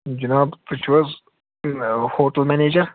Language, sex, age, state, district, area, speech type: Kashmiri, male, 18-30, Jammu and Kashmir, Srinagar, urban, conversation